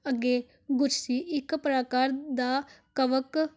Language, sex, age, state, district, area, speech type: Punjabi, female, 18-30, Punjab, Amritsar, urban, spontaneous